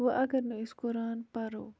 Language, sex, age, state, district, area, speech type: Kashmiri, female, 18-30, Jammu and Kashmir, Budgam, rural, spontaneous